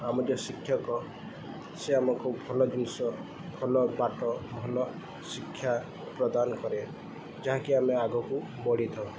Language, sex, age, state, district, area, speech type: Odia, male, 18-30, Odisha, Sundergarh, urban, spontaneous